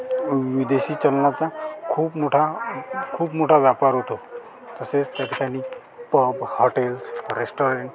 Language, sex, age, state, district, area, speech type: Marathi, male, 30-45, Maharashtra, Amravati, rural, spontaneous